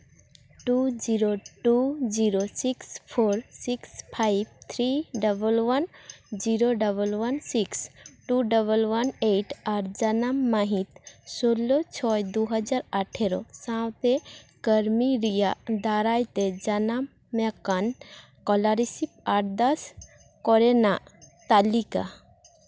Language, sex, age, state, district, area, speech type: Santali, female, 18-30, West Bengal, Purba Bardhaman, rural, read